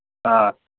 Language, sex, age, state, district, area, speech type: Manipuri, male, 18-30, Manipur, Kangpokpi, urban, conversation